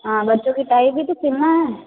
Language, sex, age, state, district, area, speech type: Hindi, female, 30-45, Rajasthan, Jodhpur, urban, conversation